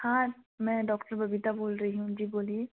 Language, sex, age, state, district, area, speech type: Hindi, female, 18-30, Madhya Pradesh, Betul, rural, conversation